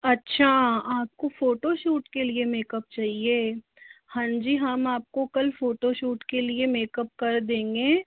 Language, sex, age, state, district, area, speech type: Hindi, female, 45-60, Rajasthan, Jaipur, urban, conversation